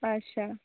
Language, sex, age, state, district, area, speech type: Santali, female, 30-45, Jharkhand, East Singhbhum, rural, conversation